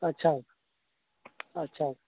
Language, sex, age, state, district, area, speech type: Urdu, male, 30-45, Bihar, Khagaria, rural, conversation